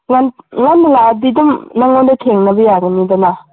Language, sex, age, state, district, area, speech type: Manipuri, female, 18-30, Manipur, Kangpokpi, urban, conversation